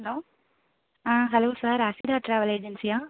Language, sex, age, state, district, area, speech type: Tamil, female, 18-30, Tamil Nadu, Pudukkottai, rural, conversation